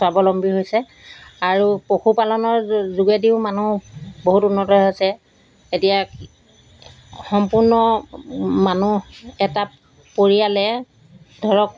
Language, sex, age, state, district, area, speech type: Assamese, female, 45-60, Assam, Golaghat, urban, spontaneous